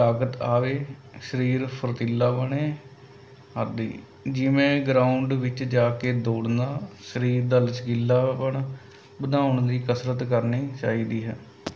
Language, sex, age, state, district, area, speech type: Punjabi, male, 30-45, Punjab, Mohali, urban, spontaneous